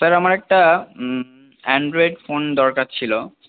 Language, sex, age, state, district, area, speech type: Bengali, male, 45-60, West Bengal, Purba Bardhaman, urban, conversation